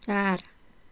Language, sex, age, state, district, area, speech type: Nepali, female, 60+, West Bengal, Kalimpong, rural, read